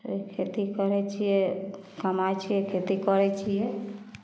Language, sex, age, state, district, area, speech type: Maithili, female, 45-60, Bihar, Samastipur, rural, spontaneous